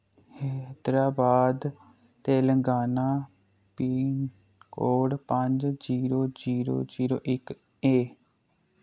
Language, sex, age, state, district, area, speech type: Dogri, male, 18-30, Jammu and Kashmir, Kathua, rural, read